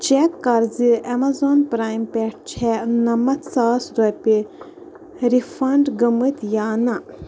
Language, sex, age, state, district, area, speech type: Kashmiri, female, 18-30, Jammu and Kashmir, Bandipora, rural, read